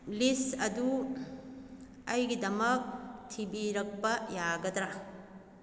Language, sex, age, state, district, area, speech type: Manipuri, female, 45-60, Manipur, Kakching, rural, read